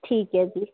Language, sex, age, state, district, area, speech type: Punjabi, female, 18-30, Punjab, Ludhiana, rural, conversation